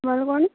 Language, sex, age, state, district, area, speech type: Assamese, female, 18-30, Assam, Charaideo, urban, conversation